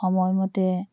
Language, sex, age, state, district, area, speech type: Assamese, female, 18-30, Assam, Tinsukia, urban, spontaneous